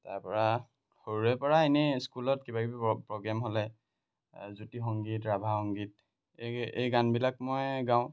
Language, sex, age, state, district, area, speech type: Assamese, male, 18-30, Assam, Lakhimpur, rural, spontaneous